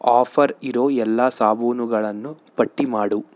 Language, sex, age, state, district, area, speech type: Kannada, male, 30-45, Karnataka, Chikkaballapur, urban, read